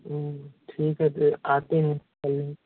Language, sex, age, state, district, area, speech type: Hindi, male, 18-30, Bihar, Vaishali, rural, conversation